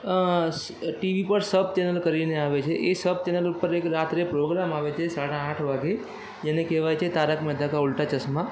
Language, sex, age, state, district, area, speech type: Gujarati, male, 18-30, Gujarat, Aravalli, urban, spontaneous